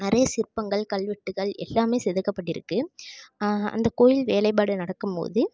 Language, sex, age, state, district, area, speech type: Tamil, female, 18-30, Tamil Nadu, Tiruvarur, rural, spontaneous